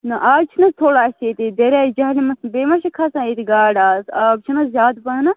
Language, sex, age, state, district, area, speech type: Kashmiri, female, 18-30, Jammu and Kashmir, Bandipora, rural, conversation